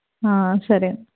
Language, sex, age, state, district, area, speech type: Telugu, female, 45-60, Andhra Pradesh, Konaseema, rural, conversation